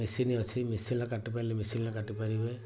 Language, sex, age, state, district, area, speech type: Odia, male, 45-60, Odisha, Balasore, rural, spontaneous